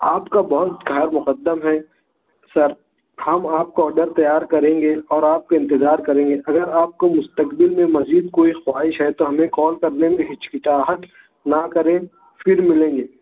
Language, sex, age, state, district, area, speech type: Urdu, male, 30-45, Maharashtra, Nashik, rural, conversation